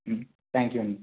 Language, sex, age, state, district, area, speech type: Telugu, male, 45-60, Andhra Pradesh, Vizianagaram, rural, conversation